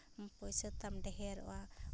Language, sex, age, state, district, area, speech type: Santali, female, 30-45, Jharkhand, Seraikela Kharsawan, rural, spontaneous